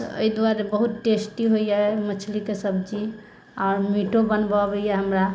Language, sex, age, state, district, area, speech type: Maithili, female, 30-45, Bihar, Sitamarhi, urban, spontaneous